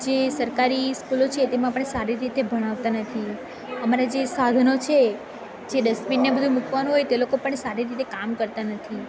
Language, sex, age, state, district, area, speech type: Gujarati, female, 18-30, Gujarat, Valsad, urban, spontaneous